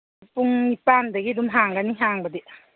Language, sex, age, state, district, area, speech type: Manipuri, female, 30-45, Manipur, Kangpokpi, urban, conversation